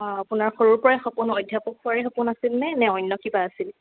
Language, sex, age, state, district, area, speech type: Assamese, female, 18-30, Assam, Sonitpur, rural, conversation